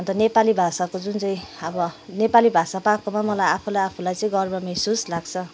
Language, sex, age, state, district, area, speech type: Nepali, female, 45-60, West Bengal, Kalimpong, rural, spontaneous